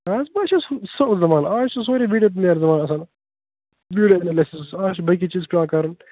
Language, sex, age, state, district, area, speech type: Kashmiri, male, 30-45, Jammu and Kashmir, Kupwara, rural, conversation